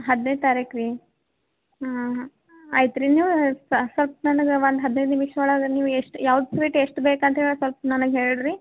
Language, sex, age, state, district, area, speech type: Kannada, female, 18-30, Karnataka, Gulbarga, urban, conversation